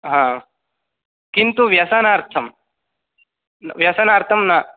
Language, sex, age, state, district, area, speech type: Sanskrit, male, 18-30, Karnataka, Uttara Kannada, rural, conversation